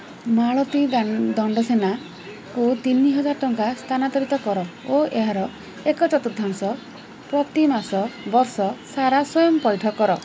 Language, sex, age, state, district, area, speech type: Odia, female, 45-60, Odisha, Rayagada, rural, read